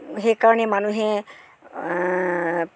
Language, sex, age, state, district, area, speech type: Assamese, female, 60+, Assam, Dhemaji, rural, spontaneous